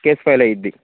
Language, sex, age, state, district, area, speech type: Telugu, male, 18-30, Andhra Pradesh, Bapatla, urban, conversation